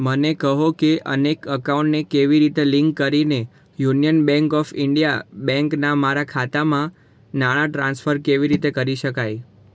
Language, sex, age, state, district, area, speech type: Gujarati, male, 18-30, Gujarat, Surat, urban, read